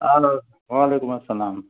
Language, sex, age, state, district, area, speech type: Kashmiri, male, 45-60, Jammu and Kashmir, Srinagar, urban, conversation